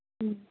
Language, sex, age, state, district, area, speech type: Tamil, female, 18-30, Tamil Nadu, Tiruvallur, urban, conversation